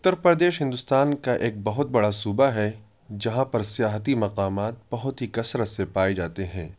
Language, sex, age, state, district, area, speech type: Urdu, male, 18-30, Uttar Pradesh, Ghaziabad, urban, spontaneous